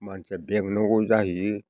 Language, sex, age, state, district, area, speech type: Bodo, male, 60+, Assam, Chirang, rural, spontaneous